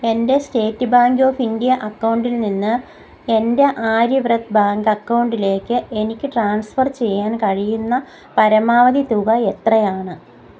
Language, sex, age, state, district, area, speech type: Malayalam, female, 45-60, Kerala, Kottayam, rural, read